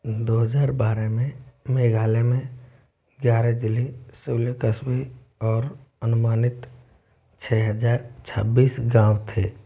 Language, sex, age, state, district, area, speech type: Hindi, male, 18-30, Rajasthan, Jaipur, urban, read